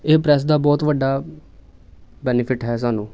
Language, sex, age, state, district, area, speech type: Punjabi, male, 18-30, Punjab, Amritsar, urban, spontaneous